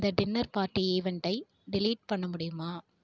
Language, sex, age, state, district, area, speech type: Tamil, female, 18-30, Tamil Nadu, Tiruvarur, rural, read